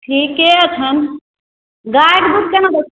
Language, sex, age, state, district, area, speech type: Maithili, female, 18-30, Bihar, Begusarai, rural, conversation